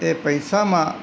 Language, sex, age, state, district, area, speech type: Gujarati, male, 60+, Gujarat, Rajkot, rural, spontaneous